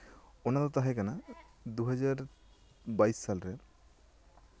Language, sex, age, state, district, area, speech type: Santali, male, 30-45, West Bengal, Bankura, rural, spontaneous